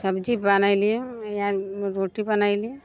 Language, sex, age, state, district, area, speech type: Maithili, female, 30-45, Bihar, Muzaffarpur, rural, spontaneous